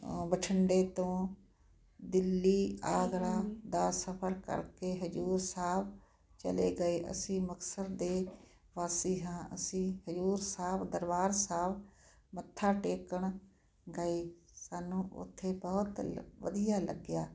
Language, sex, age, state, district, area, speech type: Punjabi, female, 60+, Punjab, Muktsar, urban, spontaneous